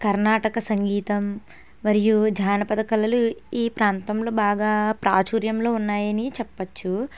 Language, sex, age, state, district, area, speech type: Telugu, female, 18-30, Andhra Pradesh, N T Rama Rao, urban, spontaneous